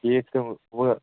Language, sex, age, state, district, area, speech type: Kashmiri, male, 18-30, Jammu and Kashmir, Kupwara, rural, conversation